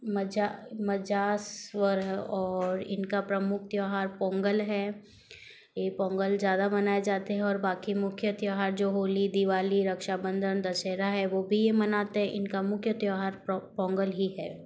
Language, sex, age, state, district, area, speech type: Hindi, female, 30-45, Rajasthan, Jodhpur, urban, spontaneous